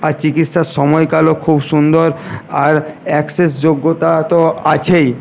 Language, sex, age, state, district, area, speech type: Bengali, male, 18-30, West Bengal, Paschim Medinipur, rural, spontaneous